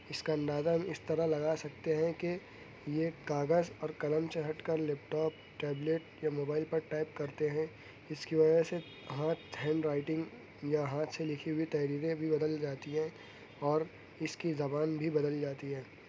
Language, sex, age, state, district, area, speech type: Urdu, male, 18-30, Maharashtra, Nashik, urban, spontaneous